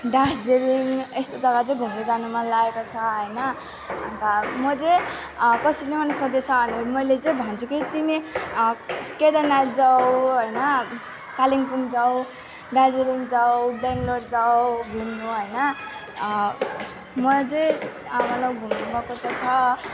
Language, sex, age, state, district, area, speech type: Nepali, female, 18-30, West Bengal, Alipurduar, rural, spontaneous